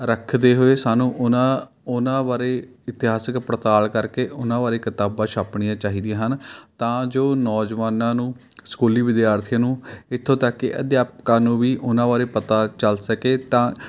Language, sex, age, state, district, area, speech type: Punjabi, male, 30-45, Punjab, Mohali, urban, spontaneous